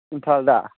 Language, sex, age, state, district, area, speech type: Manipuri, male, 30-45, Manipur, Ukhrul, urban, conversation